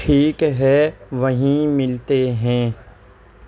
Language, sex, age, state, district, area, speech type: Urdu, male, 18-30, Delhi, East Delhi, urban, read